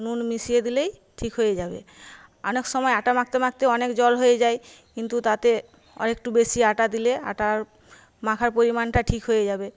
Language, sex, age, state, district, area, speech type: Bengali, female, 30-45, West Bengal, Paschim Medinipur, rural, spontaneous